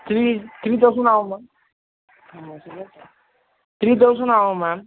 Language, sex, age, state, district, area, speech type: Tamil, male, 18-30, Tamil Nadu, Tiruvarur, rural, conversation